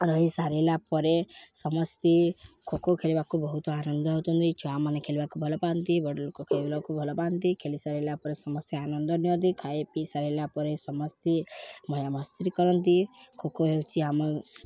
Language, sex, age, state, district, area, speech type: Odia, female, 18-30, Odisha, Balangir, urban, spontaneous